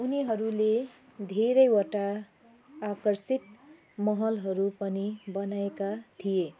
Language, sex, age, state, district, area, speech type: Nepali, female, 45-60, West Bengal, Jalpaiguri, rural, spontaneous